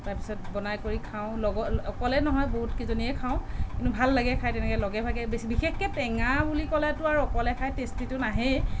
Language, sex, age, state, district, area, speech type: Assamese, female, 30-45, Assam, Sonitpur, rural, spontaneous